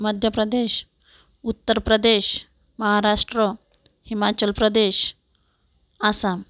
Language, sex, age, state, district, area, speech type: Marathi, female, 45-60, Maharashtra, Amravati, urban, spontaneous